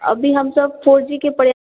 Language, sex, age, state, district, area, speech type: Maithili, female, 45-60, Bihar, Sitamarhi, urban, conversation